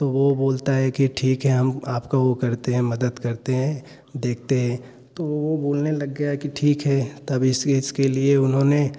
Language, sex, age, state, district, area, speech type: Hindi, male, 18-30, Uttar Pradesh, Jaunpur, rural, spontaneous